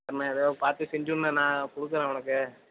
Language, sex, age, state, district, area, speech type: Tamil, male, 18-30, Tamil Nadu, Mayiladuthurai, urban, conversation